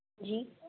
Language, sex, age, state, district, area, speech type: Hindi, female, 18-30, Madhya Pradesh, Ujjain, urban, conversation